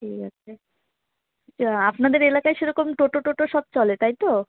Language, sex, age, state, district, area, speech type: Bengali, female, 18-30, West Bengal, Alipurduar, rural, conversation